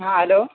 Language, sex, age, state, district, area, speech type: Urdu, male, 18-30, Uttar Pradesh, Gautam Buddha Nagar, urban, conversation